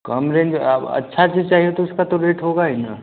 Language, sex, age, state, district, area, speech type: Hindi, male, 18-30, Bihar, Vaishali, rural, conversation